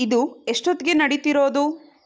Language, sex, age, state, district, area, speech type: Kannada, female, 18-30, Karnataka, Chikkaballapur, rural, read